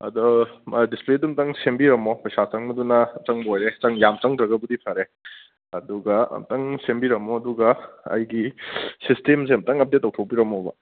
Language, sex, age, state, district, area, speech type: Manipuri, male, 30-45, Manipur, Kangpokpi, urban, conversation